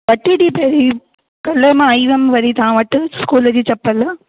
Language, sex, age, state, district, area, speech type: Sindhi, female, 18-30, Rajasthan, Ajmer, urban, conversation